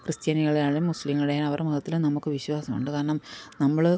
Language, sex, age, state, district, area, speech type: Malayalam, female, 45-60, Kerala, Pathanamthitta, rural, spontaneous